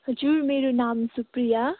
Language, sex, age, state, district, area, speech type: Nepali, female, 18-30, West Bengal, Kalimpong, rural, conversation